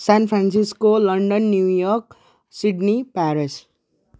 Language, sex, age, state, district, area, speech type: Nepali, male, 18-30, West Bengal, Jalpaiguri, rural, spontaneous